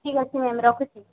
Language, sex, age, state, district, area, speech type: Odia, female, 18-30, Odisha, Subarnapur, urban, conversation